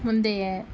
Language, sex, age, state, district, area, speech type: Tamil, female, 60+, Tamil Nadu, Cuddalore, rural, read